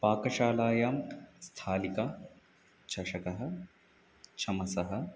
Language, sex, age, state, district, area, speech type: Sanskrit, male, 30-45, Tamil Nadu, Chennai, urban, spontaneous